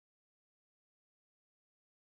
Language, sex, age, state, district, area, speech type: Hindi, female, 18-30, Madhya Pradesh, Balaghat, rural, conversation